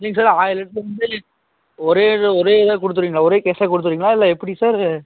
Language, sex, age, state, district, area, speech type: Tamil, male, 18-30, Tamil Nadu, Coimbatore, rural, conversation